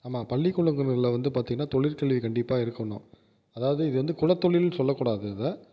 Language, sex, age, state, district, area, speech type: Tamil, male, 30-45, Tamil Nadu, Tiruvarur, rural, spontaneous